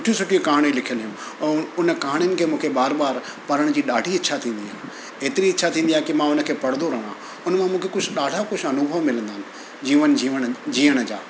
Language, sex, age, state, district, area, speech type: Sindhi, male, 45-60, Gujarat, Surat, urban, spontaneous